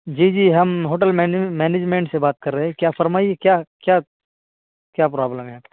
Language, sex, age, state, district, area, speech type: Urdu, male, 18-30, Uttar Pradesh, Saharanpur, urban, conversation